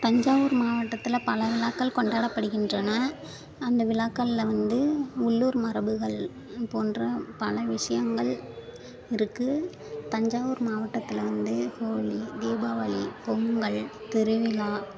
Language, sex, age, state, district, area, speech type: Tamil, female, 18-30, Tamil Nadu, Thanjavur, rural, spontaneous